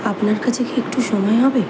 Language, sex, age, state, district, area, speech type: Bengali, female, 18-30, West Bengal, Kolkata, urban, spontaneous